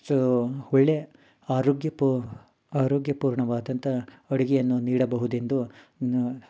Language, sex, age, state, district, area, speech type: Kannada, male, 30-45, Karnataka, Mysore, urban, spontaneous